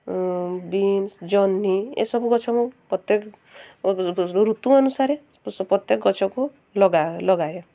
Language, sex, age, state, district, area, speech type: Odia, female, 30-45, Odisha, Mayurbhanj, rural, spontaneous